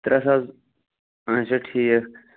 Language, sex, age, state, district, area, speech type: Kashmiri, male, 30-45, Jammu and Kashmir, Pulwama, rural, conversation